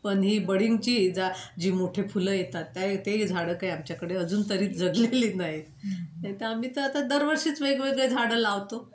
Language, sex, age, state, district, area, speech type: Marathi, female, 60+, Maharashtra, Wardha, urban, spontaneous